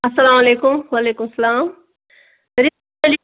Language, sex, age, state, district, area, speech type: Kashmiri, female, 30-45, Jammu and Kashmir, Budgam, rural, conversation